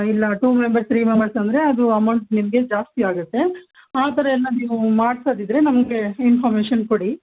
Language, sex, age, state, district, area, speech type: Kannada, female, 30-45, Karnataka, Bellary, rural, conversation